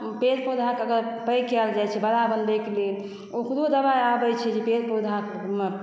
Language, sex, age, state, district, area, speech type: Maithili, female, 60+, Bihar, Saharsa, rural, spontaneous